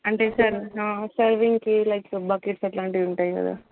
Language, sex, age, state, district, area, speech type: Telugu, female, 18-30, Telangana, Hyderabad, urban, conversation